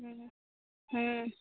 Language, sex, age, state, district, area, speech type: Maithili, female, 18-30, Bihar, Madhubani, rural, conversation